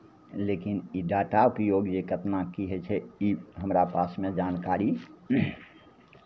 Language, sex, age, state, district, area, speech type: Maithili, male, 60+, Bihar, Madhepura, rural, spontaneous